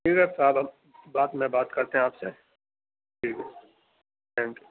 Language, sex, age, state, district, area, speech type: Urdu, male, 30-45, Uttar Pradesh, Gautam Buddha Nagar, urban, conversation